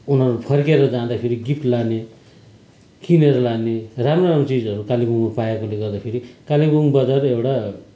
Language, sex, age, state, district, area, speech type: Nepali, male, 45-60, West Bengal, Kalimpong, rural, spontaneous